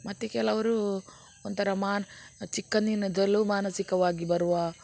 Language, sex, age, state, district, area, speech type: Kannada, female, 60+, Karnataka, Udupi, rural, spontaneous